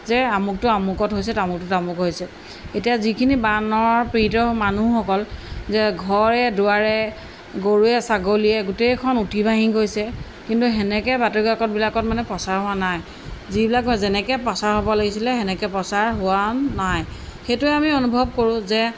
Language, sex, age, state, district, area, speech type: Assamese, female, 45-60, Assam, Jorhat, urban, spontaneous